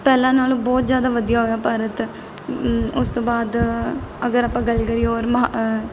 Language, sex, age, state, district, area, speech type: Punjabi, female, 18-30, Punjab, Mohali, urban, spontaneous